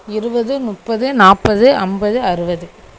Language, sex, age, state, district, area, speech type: Tamil, female, 18-30, Tamil Nadu, Thoothukudi, rural, spontaneous